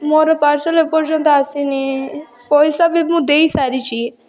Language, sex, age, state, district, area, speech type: Odia, female, 18-30, Odisha, Rayagada, rural, spontaneous